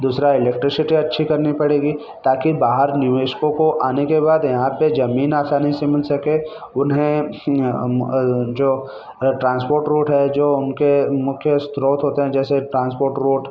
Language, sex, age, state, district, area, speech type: Hindi, male, 30-45, Uttar Pradesh, Mirzapur, urban, spontaneous